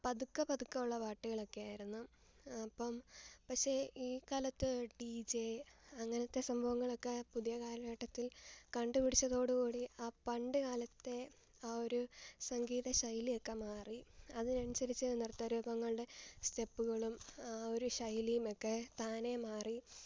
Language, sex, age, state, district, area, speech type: Malayalam, female, 18-30, Kerala, Alappuzha, rural, spontaneous